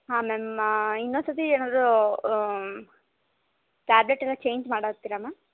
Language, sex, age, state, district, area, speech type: Kannada, female, 18-30, Karnataka, Tumkur, urban, conversation